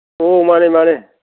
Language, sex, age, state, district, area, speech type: Manipuri, male, 60+, Manipur, Thoubal, rural, conversation